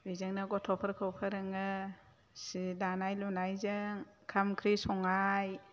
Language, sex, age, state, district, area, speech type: Bodo, female, 45-60, Assam, Chirang, rural, spontaneous